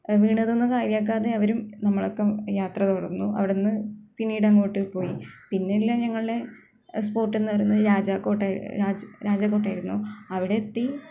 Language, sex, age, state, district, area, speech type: Malayalam, female, 18-30, Kerala, Kasaragod, rural, spontaneous